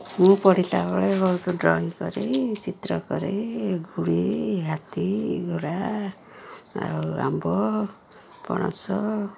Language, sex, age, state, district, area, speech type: Odia, female, 60+, Odisha, Jagatsinghpur, rural, spontaneous